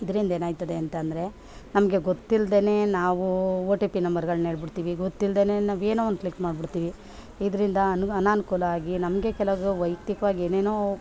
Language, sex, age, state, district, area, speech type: Kannada, female, 45-60, Karnataka, Mandya, urban, spontaneous